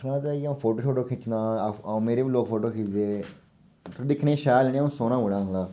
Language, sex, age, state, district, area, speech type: Dogri, male, 30-45, Jammu and Kashmir, Udhampur, urban, spontaneous